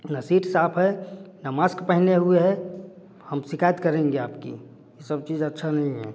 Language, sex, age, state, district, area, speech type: Hindi, male, 30-45, Bihar, Samastipur, urban, spontaneous